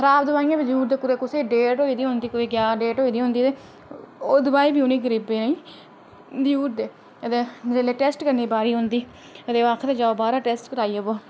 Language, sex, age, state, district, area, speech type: Dogri, female, 30-45, Jammu and Kashmir, Reasi, rural, spontaneous